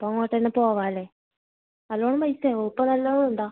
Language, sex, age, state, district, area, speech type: Malayalam, female, 18-30, Kerala, Kasaragod, urban, conversation